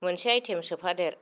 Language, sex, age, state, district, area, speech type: Bodo, female, 45-60, Assam, Kokrajhar, rural, read